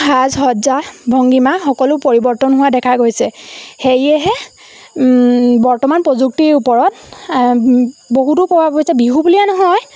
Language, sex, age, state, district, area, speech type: Assamese, female, 18-30, Assam, Lakhimpur, rural, spontaneous